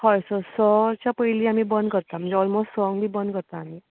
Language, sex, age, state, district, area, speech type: Goan Konkani, female, 18-30, Goa, Bardez, urban, conversation